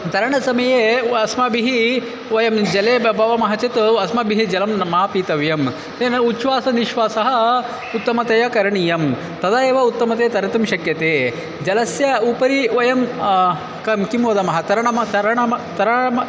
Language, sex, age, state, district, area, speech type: Sanskrit, male, 30-45, Karnataka, Bangalore Urban, urban, spontaneous